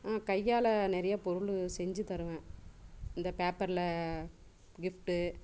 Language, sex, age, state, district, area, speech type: Tamil, female, 30-45, Tamil Nadu, Dharmapuri, rural, spontaneous